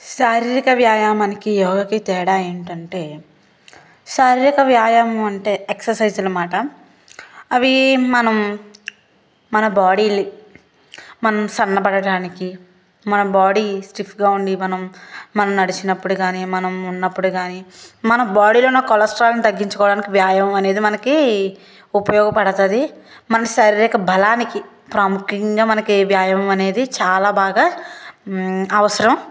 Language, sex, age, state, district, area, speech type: Telugu, female, 18-30, Andhra Pradesh, Palnadu, rural, spontaneous